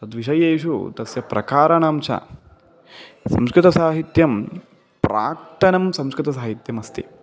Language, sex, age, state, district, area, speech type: Sanskrit, male, 30-45, Telangana, Hyderabad, urban, spontaneous